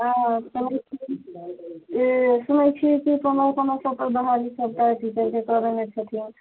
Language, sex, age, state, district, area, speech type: Maithili, female, 60+, Bihar, Sitamarhi, urban, conversation